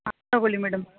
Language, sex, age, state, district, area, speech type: Kannada, female, 30-45, Karnataka, Mandya, urban, conversation